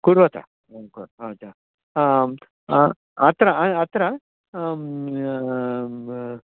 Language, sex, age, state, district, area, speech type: Sanskrit, male, 60+, Karnataka, Bangalore Urban, urban, conversation